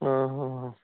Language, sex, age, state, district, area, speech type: Punjabi, male, 30-45, Punjab, Ludhiana, rural, conversation